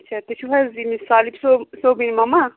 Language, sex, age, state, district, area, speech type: Kashmiri, female, 18-30, Jammu and Kashmir, Pulwama, rural, conversation